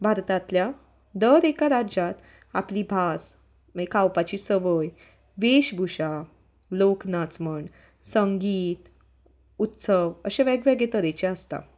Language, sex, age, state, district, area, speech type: Goan Konkani, female, 30-45, Goa, Salcete, rural, spontaneous